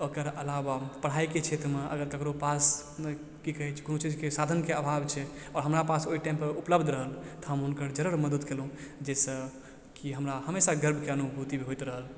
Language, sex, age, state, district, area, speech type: Maithili, male, 30-45, Bihar, Supaul, urban, spontaneous